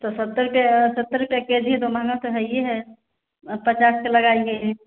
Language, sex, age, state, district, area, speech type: Hindi, female, 30-45, Uttar Pradesh, Ghazipur, urban, conversation